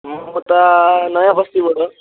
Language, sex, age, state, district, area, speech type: Nepali, male, 18-30, West Bengal, Alipurduar, urban, conversation